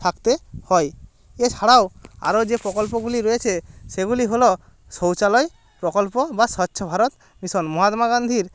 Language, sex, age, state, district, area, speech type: Bengali, male, 30-45, West Bengal, Jalpaiguri, rural, spontaneous